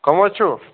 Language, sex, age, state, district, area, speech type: Kashmiri, male, 30-45, Jammu and Kashmir, Baramulla, urban, conversation